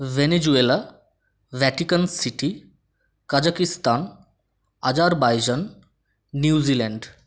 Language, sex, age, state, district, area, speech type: Bengali, male, 18-30, West Bengal, Purulia, rural, spontaneous